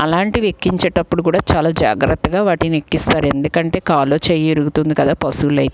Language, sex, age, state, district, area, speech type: Telugu, female, 45-60, Andhra Pradesh, Guntur, urban, spontaneous